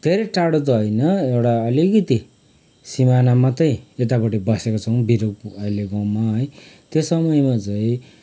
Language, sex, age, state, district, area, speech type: Nepali, male, 45-60, West Bengal, Kalimpong, rural, spontaneous